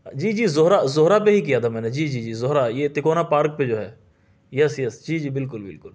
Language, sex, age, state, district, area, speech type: Urdu, male, 30-45, Delhi, South Delhi, urban, spontaneous